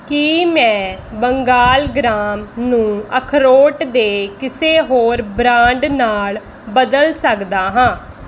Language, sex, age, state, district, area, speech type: Punjabi, female, 30-45, Punjab, Mohali, rural, read